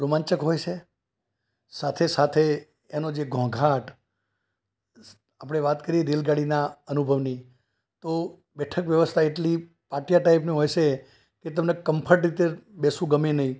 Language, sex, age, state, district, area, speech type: Gujarati, male, 60+, Gujarat, Ahmedabad, urban, spontaneous